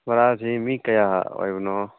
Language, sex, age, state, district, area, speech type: Manipuri, male, 45-60, Manipur, Churachandpur, rural, conversation